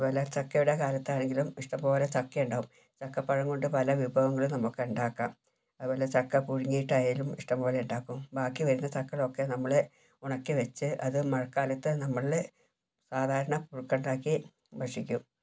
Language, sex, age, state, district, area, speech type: Malayalam, female, 60+, Kerala, Wayanad, rural, spontaneous